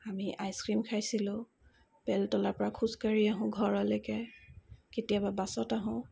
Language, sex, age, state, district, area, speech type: Assamese, female, 45-60, Assam, Darrang, urban, spontaneous